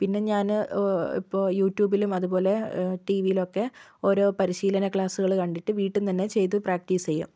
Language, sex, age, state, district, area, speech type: Malayalam, female, 18-30, Kerala, Kozhikode, rural, spontaneous